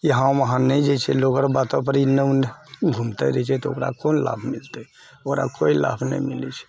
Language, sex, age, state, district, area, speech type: Maithili, male, 60+, Bihar, Purnia, rural, spontaneous